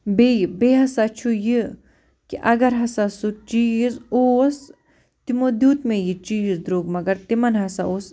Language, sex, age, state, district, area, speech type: Kashmiri, female, 30-45, Jammu and Kashmir, Baramulla, rural, spontaneous